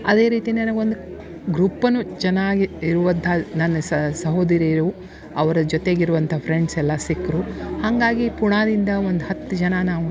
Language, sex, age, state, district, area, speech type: Kannada, female, 60+, Karnataka, Dharwad, rural, spontaneous